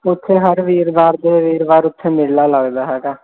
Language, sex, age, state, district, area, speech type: Punjabi, male, 18-30, Punjab, Firozpur, urban, conversation